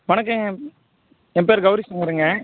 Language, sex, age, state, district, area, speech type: Tamil, male, 18-30, Tamil Nadu, Madurai, rural, conversation